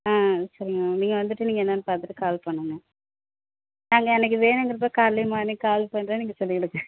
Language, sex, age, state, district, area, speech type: Tamil, female, 30-45, Tamil Nadu, Thanjavur, urban, conversation